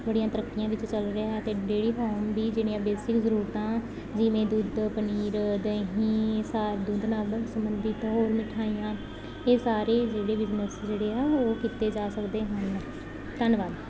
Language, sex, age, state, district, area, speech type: Punjabi, female, 18-30, Punjab, Pathankot, rural, spontaneous